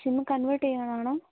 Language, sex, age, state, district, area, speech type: Malayalam, female, 18-30, Kerala, Kasaragod, rural, conversation